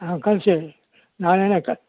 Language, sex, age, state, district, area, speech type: Kannada, male, 60+, Karnataka, Mandya, rural, conversation